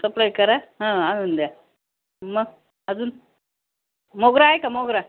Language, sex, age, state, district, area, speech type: Marathi, female, 60+, Maharashtra, Nanded, rural, conversation